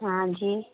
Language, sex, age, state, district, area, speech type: Hindi, female, 30-45, Uttar Pradesh, Prayagraj, rural, conversation